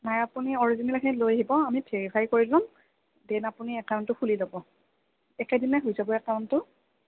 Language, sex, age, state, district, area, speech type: Assamese, female, 18-30, Assam, Nagaon, rural, conversation